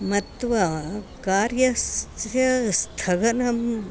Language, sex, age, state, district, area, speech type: Sanskrit, female, 60+, Karnataka, Bangalore Urban, rural, spontaneous